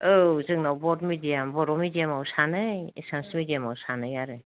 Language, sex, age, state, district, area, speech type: Bodo, female, 45-60, Assam, Kokrajhar, rural, conversation